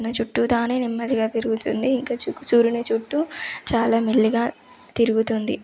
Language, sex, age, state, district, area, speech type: Telugu, female, 18-30, Telangana, Karimnagar, rural, spontaneous